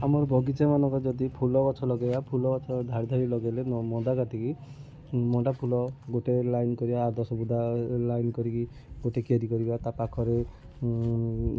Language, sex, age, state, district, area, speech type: Odia, male, 60+, Odisha, Kendujhar, urban, spontaneous